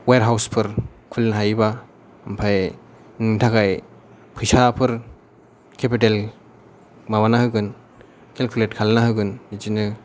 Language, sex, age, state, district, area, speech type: Bodo, male, 18-30, Assam, Chirang, urban, spontaneous